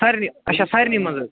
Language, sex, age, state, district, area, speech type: Kashmiri, male, 45-60, Jammu and Kashmir, Budgam, urban, conversation